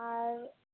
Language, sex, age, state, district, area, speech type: Santali, female, 18-30, West Bengal, Purba Bardhaman, rural, conversation